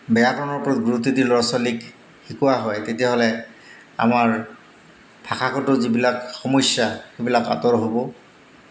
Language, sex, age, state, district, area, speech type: Assamese, male, 45-60, Assam, Goalpara, urban, spontaneous